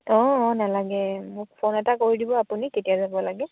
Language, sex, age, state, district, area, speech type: Assamese, female, 18-30, Assam, Dibrugarh, rural, conversation